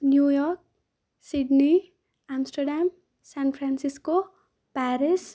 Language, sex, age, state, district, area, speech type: Kannada, female, 18-30, Karnataka, Bangalore Rural, urban, spontaneous